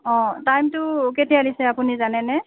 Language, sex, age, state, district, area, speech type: Assamese, female, 30-45, Assam, Goalpara, urban, conversation